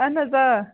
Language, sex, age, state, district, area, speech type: Kashmiri, female, 18-30, Jammu and Kashmir, Baramulla, rural, conversation